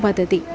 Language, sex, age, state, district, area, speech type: Sanskrit, female, 18-30, Kerala, Ernakulam, urban, spontaneous